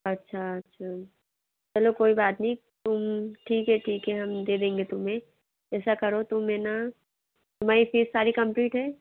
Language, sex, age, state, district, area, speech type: Hindi, female, 60+, Madhya Pradesh, Bhopal, urban, conversation